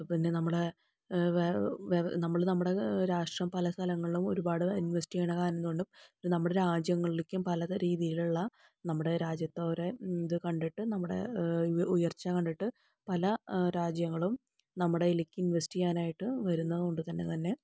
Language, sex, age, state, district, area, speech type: Malayalam, female, 30-45, Kerala, Palakkad, rural, spontaneous